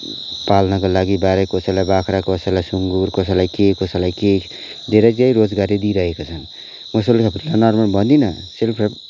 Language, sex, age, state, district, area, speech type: Nepali, male, 30-45, West Bengal, Kalimpong, rural, spontaneous